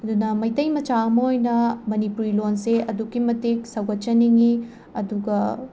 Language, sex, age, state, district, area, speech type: Manipuri, female, 18-30, Manipur, Imphal West, rural, spontaneous